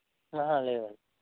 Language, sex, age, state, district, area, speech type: Telugu, male, 30-45, Andhra Pradesh, East Godavari, rural, conversation